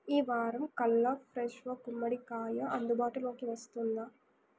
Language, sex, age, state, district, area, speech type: Telugu, female, 18-30, Telangana, Mancherial, rural, read